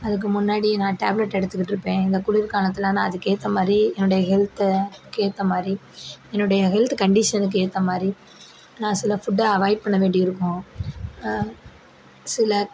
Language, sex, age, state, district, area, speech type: Tamil, female, 30-45, Tamil Nadu, Perambalur, rural, spontaneous